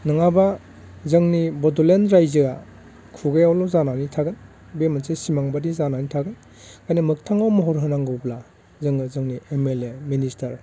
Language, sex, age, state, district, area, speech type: Bodo, male, 45-60, Assam, Baksa, rural, spontaneous